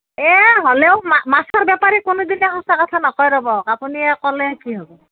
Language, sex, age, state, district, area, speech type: Assamese, female, 30-45, Assam, Kamrup Metropolitan, urban, conversation